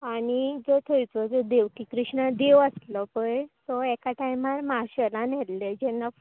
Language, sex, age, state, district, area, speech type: Goan Konkani, female, 18-30, Goa, Tiswadi, rural, conversation